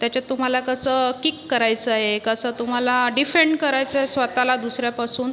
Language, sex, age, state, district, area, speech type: Marathi, female, 30-45, Maharashtra, Buldhana, rural, spontaneous